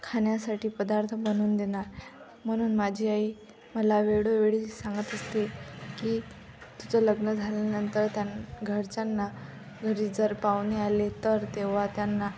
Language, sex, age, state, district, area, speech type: Marathi, female, 18-30, Maharashtra, Akola, rural, spontaneous